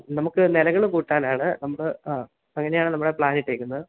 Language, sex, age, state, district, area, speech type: Malayalam, male, 18-30, Kerala, Idukki, rural, conversation